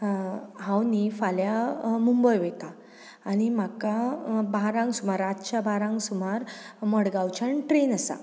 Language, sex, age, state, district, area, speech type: Goan Konkani, female, 30-45, Goa, Ponda, rural, spontaneous